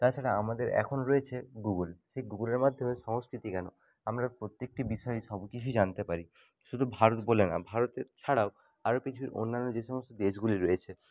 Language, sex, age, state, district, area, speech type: Bengali, male, 60+, West Bengal, Jhargram, rural, spontaneous